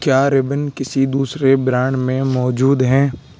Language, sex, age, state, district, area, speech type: Urdu, male, 18-30, Uttar Pradesh, Aligarh, urban, read